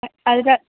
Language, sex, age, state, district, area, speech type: Malayalam, female, 18-30, Kerala, Idukki, rural, conversation